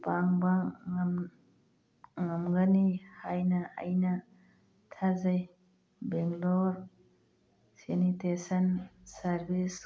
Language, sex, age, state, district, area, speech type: Manipuri, female, 45-60, Manipur, Churachandpur, urban, read